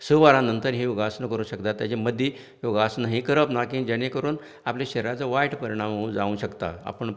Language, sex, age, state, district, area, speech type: Goan Konkani, male, 60+, Goa, Canacona, rural, spontaneous